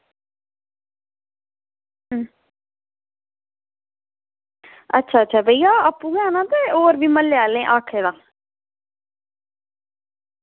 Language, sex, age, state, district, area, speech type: Dogri, female, 30-45, Jammu and Kashmir, Udhampur, rural, conversation